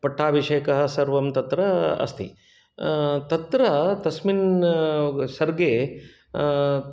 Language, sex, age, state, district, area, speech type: Sanskrit, male, 60+, Karnataka, Shimoga, urban, spontaneous